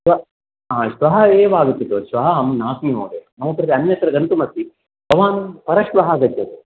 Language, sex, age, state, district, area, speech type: Sanskrit, male, 45-60, Karnataka, Dakshina Kannada, rural, conversation